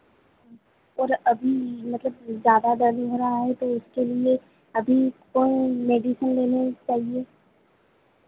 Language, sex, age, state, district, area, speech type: Hindi, female, 30-45, Madhya Pradesh, Harda, urban, conversation